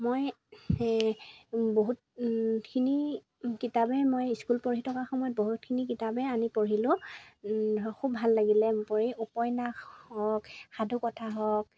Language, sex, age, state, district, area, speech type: Assamese, female, 30-45, Assam, Golaghat, rural, spontaneous